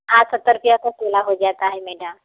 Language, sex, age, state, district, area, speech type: Hindi, female, 45-60, Uttar Pradesh, Prayagraj, rural, conversation